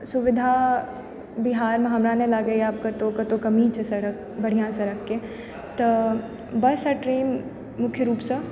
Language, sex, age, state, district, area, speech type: Maithili, female, 18-30, Bihar, Supaul, urban, spontaneous